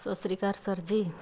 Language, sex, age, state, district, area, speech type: Punjabi, female, 30-45, Punjab, Pathankot, rural, spontaneous